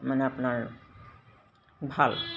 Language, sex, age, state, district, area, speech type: Assamese, female, 45-60, Assam, Golaghat, urban, spontaneous